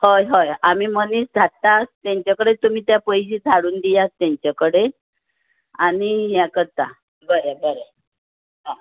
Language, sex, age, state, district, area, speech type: Goan Konkani, female, 45-60, Goa, Tiswadi, rural, conversation